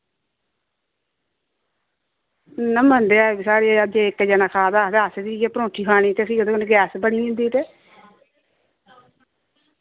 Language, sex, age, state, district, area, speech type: Dogri, female, 30-45, Jammu and Kashmir, Samba, urban, conversation